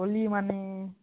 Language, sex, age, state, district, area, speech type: Odia, male, 18-30, Odisha, Kalahandi, rural, conversation